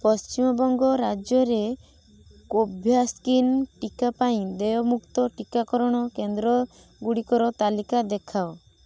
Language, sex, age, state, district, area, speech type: Odia, female, 18-30, Odisha, Balasore, rural, read